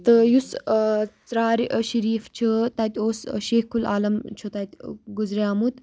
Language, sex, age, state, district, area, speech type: Kashmiri, female, 18-30, Jammu and Kashmir, Kupwara, rural, spontaneous